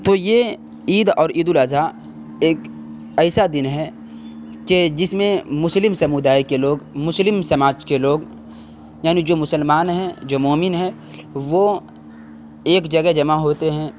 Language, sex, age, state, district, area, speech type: Urdu, male, 30-45, Bihar, Khagaria, rural, spontaneous